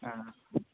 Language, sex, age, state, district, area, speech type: Malayalam, male, 18-30, Kerala, Malappuram, rural, conversation